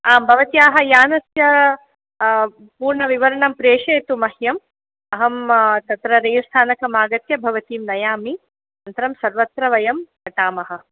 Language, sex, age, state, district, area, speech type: Sanskrit, female, 45-60, Karnataka, Udupi, urban, conversation